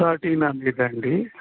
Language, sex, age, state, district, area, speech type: Telugu, male, 60+, Telangana, Warangal, urban, conversation